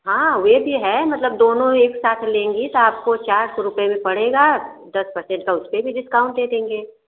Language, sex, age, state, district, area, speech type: Hindi, female, 45-60, Uttar Pradesh, Varanasi, urban, conversation